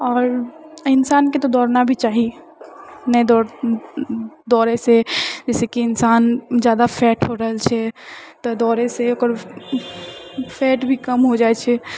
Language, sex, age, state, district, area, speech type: Maithili, female, 30-45, Bihar, Purnia, urban, spontaneous